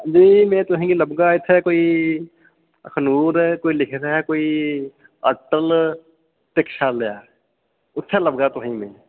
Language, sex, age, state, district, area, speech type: Dogri, female, 30-45, Jammu and Kashmir, Jammu, urban, conversation